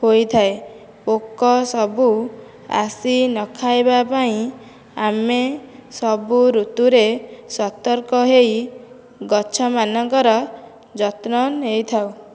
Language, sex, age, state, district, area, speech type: Odia, female, 18-30, Odisha, Nayagarh, rural, spontaneous